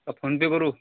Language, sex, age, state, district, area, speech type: Marathi, male, 30-45, Maharashtra, Amravati, urban, conversation